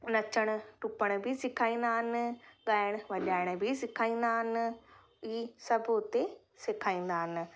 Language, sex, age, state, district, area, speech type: Sindhi, female, 30-45, Rajasthan, Ajmer, urban, spontaneous